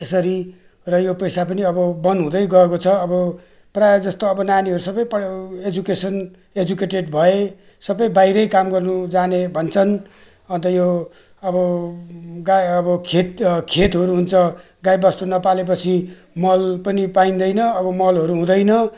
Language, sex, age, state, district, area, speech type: Nepali, male, 60+, West Bengal, Jalpaiguri, rural, spontaneous